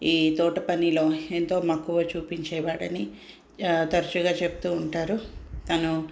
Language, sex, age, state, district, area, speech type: Telugu, female, 45-60, Telangana, Ranga Reddy, rural, spontaneous